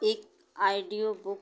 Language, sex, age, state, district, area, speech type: Hindi, female, 30-45, Madhya Pradesh, Chhindwara, urban, spontaneous